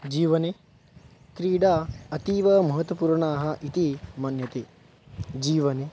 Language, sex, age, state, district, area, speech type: Sanskrit, male, 18-30, Maharashtra, Buldhana, urban, spontaneous